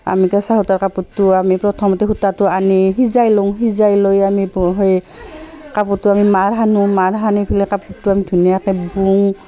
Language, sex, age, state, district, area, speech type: Assamese, female, 45-60, Assam, Barpeta, rural, spontaneous